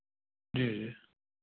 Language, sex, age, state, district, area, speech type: Hindi, male, 30-45, Madhya Pradesh, Ujjain, rural, conversation